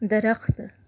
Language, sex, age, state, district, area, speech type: Urdu, female, 18-30, Uttar Pradesh, Gautam Buddha Nagar, urban, read